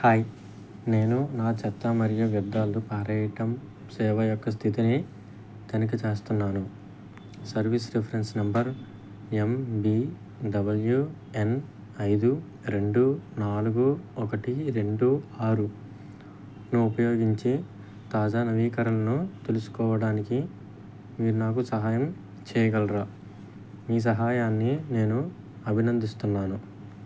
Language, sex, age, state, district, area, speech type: Telugu, male, 18-30, Andhra Pradesh, N T Rama Rao, urban, read